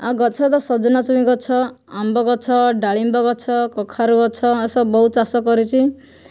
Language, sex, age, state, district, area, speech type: Odia, female, 18-30, Odisha, Kandhamal, rural, spontaneous